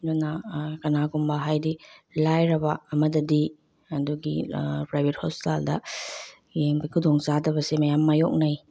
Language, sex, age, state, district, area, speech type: Manipuri, female, 30-45, Manipur, Bishnupur, rural, spontaneous